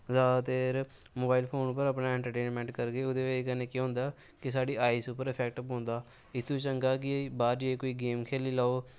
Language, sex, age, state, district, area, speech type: Dogri, male, 18-30, Jammu and Kashmir, Samba, urban, spontaneous